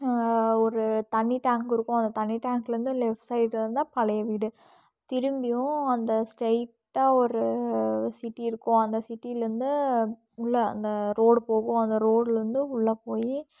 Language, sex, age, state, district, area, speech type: Tamil, female, 18-30, Tamil Nadu, Coimbatore, rural, spontaneous